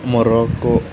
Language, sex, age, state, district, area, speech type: Telugu, male, 18-30, Andhra Pradesh, N T Rama Rao, urban, spontaneous